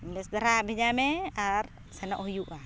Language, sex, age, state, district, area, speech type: Santali, female, 45-60, Jharkhand, Seraikela Kharsawan, rural, spontaneous